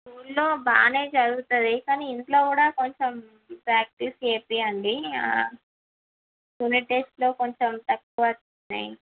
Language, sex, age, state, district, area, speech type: Telugu, female, 18-30, Andhra Pradesh, Visakhapatnam, urban, conversation